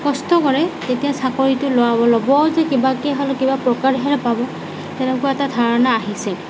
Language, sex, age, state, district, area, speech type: Assamese, female, 45-60, Assam, Nagaon, rural, spontaneous